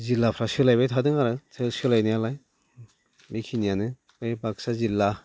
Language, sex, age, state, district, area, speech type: Bodo, male, 60+, Assam, Baksa, rural, spontaneous